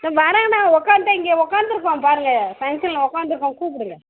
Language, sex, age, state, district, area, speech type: Tamil, female, 45-60, Tamil Nadu, Kallakurichi, rural, conversation